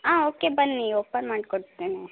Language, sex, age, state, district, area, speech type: Kannada, female, 18-30, Karnataka, Davanagere, rural, conversation